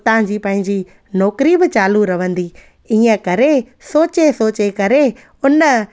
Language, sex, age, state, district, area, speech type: Sindhi, female, 30-45, Gujarat, Junagadh, rural, spontaneous